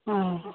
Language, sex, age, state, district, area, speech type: Maithili, female, 45-60, Bihar, Araria, rural, conversation